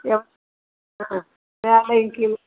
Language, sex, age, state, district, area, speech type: Tamil, female, 60+, Tamil Nadu, Salem, rural, conversation